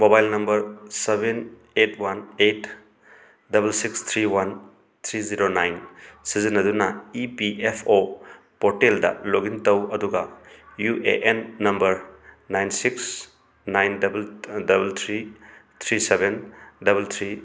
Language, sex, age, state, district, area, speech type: Manipuri, male, 30-45, Manipur, Thoubal, rural, read